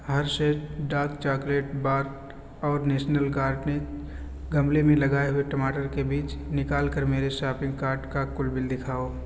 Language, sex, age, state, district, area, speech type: Urdu, male, 18-30, Uttar Pradesh, Siddharthnagar, rural, read